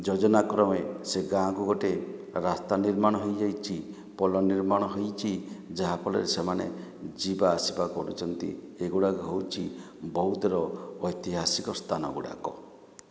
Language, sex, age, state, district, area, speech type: Odia, male, 45-60, Odisha, Boudh, rural, spontaneous